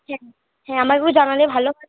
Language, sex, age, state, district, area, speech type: Bengali, female, 45-60, West Bengal, Purba Bardhaman, rural, conversation